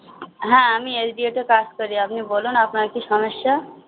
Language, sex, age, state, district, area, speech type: Bengali, female, 45-60, West Bengal, Birbhum, urban, conversation